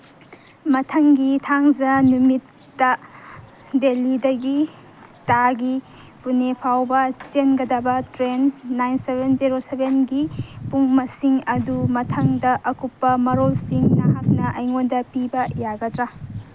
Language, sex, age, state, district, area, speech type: Manipuri, female, 18-30, Manipur, Kangpokpi, urban, read